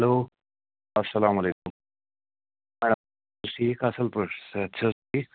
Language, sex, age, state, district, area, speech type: Kashmiri, male, 45-60, Jammu and Kashmir, Srinagar, urban, conversation